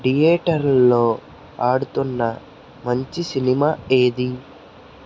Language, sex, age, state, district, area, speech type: Telugu, male, 30-45, Andhra Pradesh, N T Rama Rao, urban, read